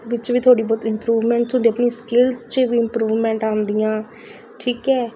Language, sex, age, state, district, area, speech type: Punjabi, female, 18-30, Punjab, Faridkot, urban, spontaneous